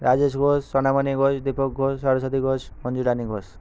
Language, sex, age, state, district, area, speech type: Bengali, male, 18-30, West Bengal, Nadia, urban, spontaneous